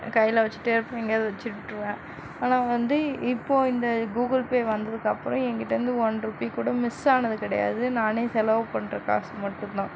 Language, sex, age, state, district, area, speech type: Tamil, female, 45-60, Tamil Nadu, Mayiladuthurai, urban, spontaneous